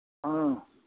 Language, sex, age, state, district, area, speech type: Manipuri, male, 60+, Manipur, Kakching, rural, conversation